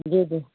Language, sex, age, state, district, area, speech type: Sindhi, female, 45-60, Uttar Pradesh, Lucknow, urban, conversation